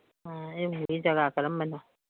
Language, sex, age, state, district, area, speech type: Manipuri, female, 60+, Manipur, Imphal East, rural, conversation